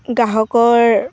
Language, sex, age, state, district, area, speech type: Assamese, female, 18-30, Assam, Sivasagar, rural, spontaneous